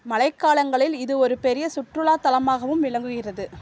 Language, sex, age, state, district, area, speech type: Tamil, female, 30-45, Tamil Nadu, Dharmapuri, rural, read